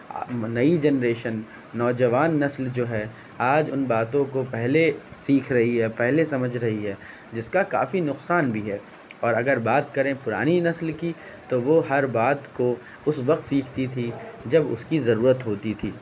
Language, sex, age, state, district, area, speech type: Urdu, male, 18-30, Uttar Pradesh, Shahjahanpur, urban, spontaneous